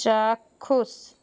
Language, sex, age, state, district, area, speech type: Bengali, female, 60+, West Bengal, Paschim Medinipur, rural, read